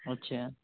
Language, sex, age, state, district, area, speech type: Urdu, male, 30-45, Bihar, Purnia, rural, conversation